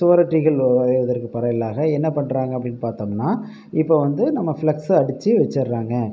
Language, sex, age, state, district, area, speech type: Tamil, male, 30-45, Tamil Nadu, Pudukkottai, rural, spontaneous